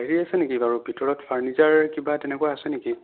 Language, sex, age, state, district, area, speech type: Assamese, female, 18-30, Assam, Sonitpur, rural, conversation